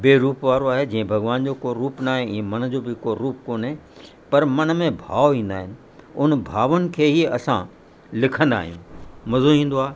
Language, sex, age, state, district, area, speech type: Sindhi, male, 60+, Uttar Pradesh, Lucknow, urban, spontaneous